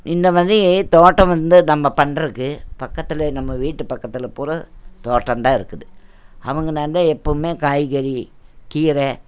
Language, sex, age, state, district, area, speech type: Tamil, female, 60+, Tamil Nadu, Coimbatore, urban, spontaneous